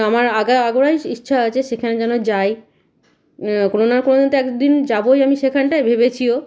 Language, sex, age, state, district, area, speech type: Bengali, female, 30-45, West Bengal, Malda, rural, spontaneous